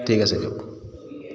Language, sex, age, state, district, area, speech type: Assamese, male, 30-45, Assam, Charaideo, urban, spontaneous